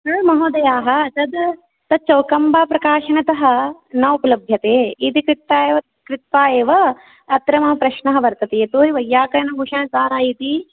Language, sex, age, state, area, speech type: Sanskrit, female, 30-45, Rajasthan, rural, conversation